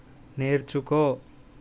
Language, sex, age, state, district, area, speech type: Telugu, male, 18-30, Telangana, Hyderabad, urban, read